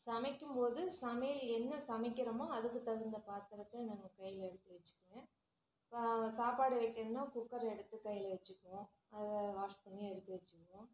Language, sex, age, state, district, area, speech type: Tamil, female, 30-45, Tamil Nadu, Namakkal, rural, spontaneous